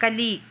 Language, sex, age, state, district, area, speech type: Kannada, female, 60+, Karnataka, Bangalore Urban, rural, read